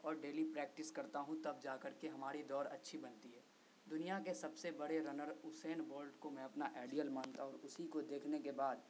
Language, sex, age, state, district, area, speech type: Urdu, male, 18-30, Bihar, Saharsa, rural, spontaneous